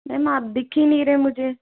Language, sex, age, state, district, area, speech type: Hindi, female, 18-30, Rajasthan, Jaipur, urban, conversation